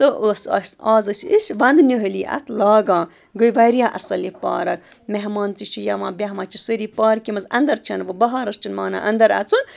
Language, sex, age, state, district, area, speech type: Kashmiri, female, 30-45, Jammu and Kashmir, Bandipora, rural, spontaneous